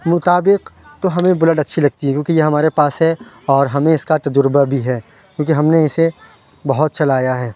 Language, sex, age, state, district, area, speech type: Urdu, male, 18-30, Uttar Pradesh, Lucknow, urban, spontaneous